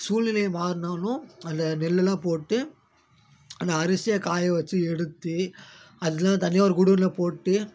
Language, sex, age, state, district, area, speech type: Tamil, male, 18-30, Tamil Nadu, Namakkal, rural, spontaneous